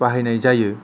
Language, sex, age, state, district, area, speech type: Bodo, male, 18-30, Assam, Chirang, rural, spontaneous